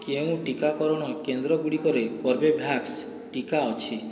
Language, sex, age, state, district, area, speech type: Odia, male, 45-60, Odisha, Boudh, rural, read